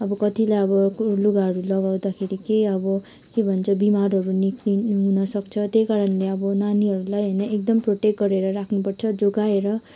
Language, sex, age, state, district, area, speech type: Nepali, female, 18-30, West Bengal, Kalimpong, rural, spontaneous